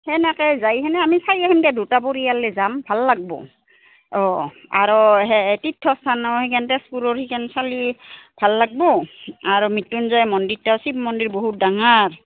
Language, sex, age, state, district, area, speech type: Assamese, female, 45-60, Assam, Goalpara, urban, conversation